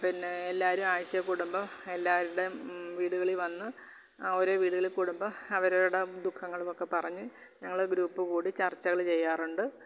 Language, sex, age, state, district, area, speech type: Malayalam, female, 45-60, Kerala, Alappuzha, rural, spontaneous